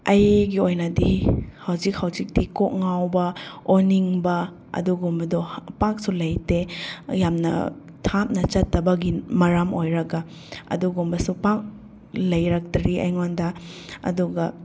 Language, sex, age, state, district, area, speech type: Manipuri, female, 30-45, Manipur, Chandel, rural, spontaneous